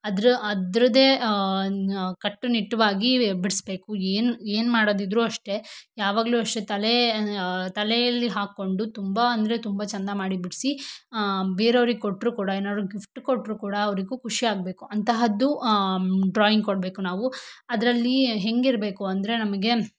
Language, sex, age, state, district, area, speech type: Kannada, female, 18-30, Karnataka, Shimoga, rural, spontaneous